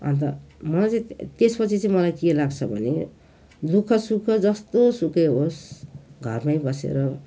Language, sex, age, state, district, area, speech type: Nepali, female, 60+, West Bengal, Jalpaiguri, rural, spontaneous